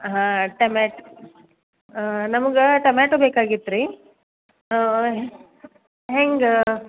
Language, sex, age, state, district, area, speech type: Kannada, female, 30-45, Karnataka, Belgaum, rural, conversation